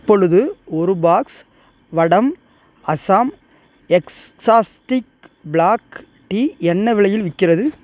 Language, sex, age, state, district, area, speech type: Tamil, male, 45-60, Tamil Nadu, Ariyalur, rural, read